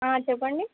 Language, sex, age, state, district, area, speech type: Telugu, female, 18-30, Telangana, Medak, urban, conversation